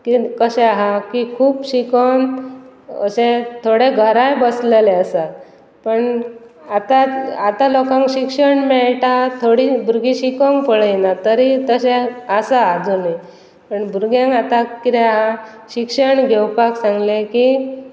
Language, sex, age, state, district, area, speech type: Goan Konkani, female, 30-45, Goa, Pernem, rural, spontaneous